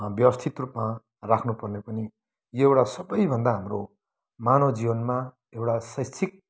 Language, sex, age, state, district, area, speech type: Nepali, male, 45-60, West Bengal, Kalimpong, rural, spontaneous